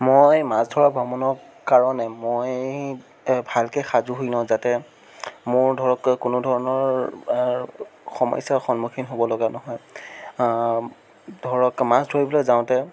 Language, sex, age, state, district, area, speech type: Assamese, male, 30-45, Assam, Sonitpur, urban, spontaneous